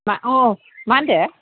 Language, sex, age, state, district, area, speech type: Bodo, female, 45-60, Assam, Baksa, rural, conversation